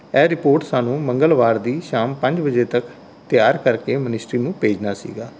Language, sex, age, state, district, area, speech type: Punjabi, male, 45-60, Punjab, Rupnagar, rural, spontaneous